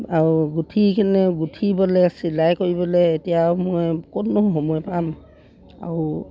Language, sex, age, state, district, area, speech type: Assamese, female, 60+, Assam, Dibrugarh, rural, spontaneous